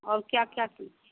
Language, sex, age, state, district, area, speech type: Hindi, female, 45-60, Bihar, Begusarai, rural, conversation